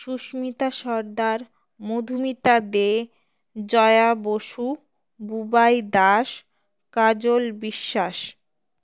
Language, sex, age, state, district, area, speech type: Bengali, female, 18-30, West Bengal, Birbhum, urban, spontaneous